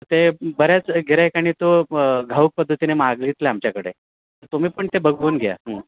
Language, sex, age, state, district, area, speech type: Marathi, male, 45-60, Maharashtra, Thane, rural, conversation